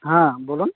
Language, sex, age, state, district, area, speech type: Bengali, male, 18-30, West Bengal, Uttar Dinajpur, urban, conversation